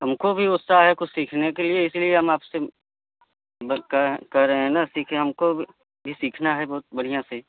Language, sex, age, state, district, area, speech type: Hindi, male, 30-45, Uttar Pradesh, Varanasi, urban, conversation